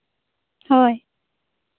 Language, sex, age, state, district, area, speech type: Santali, female, 18-30, Jharkhand, Seraikela Kharsawan, rural, conversation